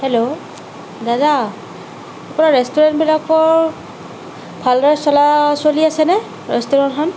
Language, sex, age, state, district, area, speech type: Assamese, female, 30-45, Assam, Nagaon, rural, spontaneous